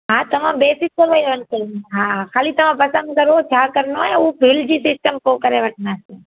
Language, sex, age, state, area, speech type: Sindhi, female, 30-45, Gujarat, urban, conversation